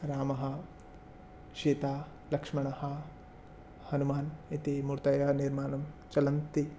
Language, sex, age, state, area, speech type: Sanskrit, male, 18-30, Assam, rural, spontaneous